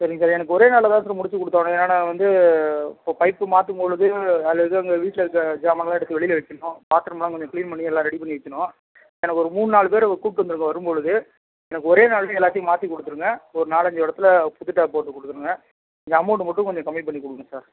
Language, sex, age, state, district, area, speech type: Tamil, male, 45-60, Tamil Nadu, Ariyalur, rural, conversation